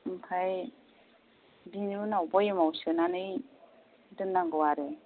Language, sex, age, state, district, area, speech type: Bodo, female, 30-45, Assam, Kokrajhar, rural, conversation